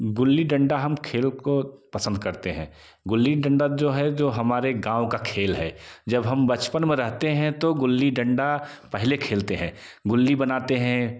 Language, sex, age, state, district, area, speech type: Hindi, male, 45-60, Uttar Pradesh, Jaunpur, rural, spontaneous